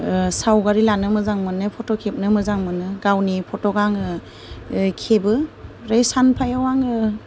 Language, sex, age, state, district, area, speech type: Bodo, female, 30-45, Assam, Goalpara, rural, spontaneous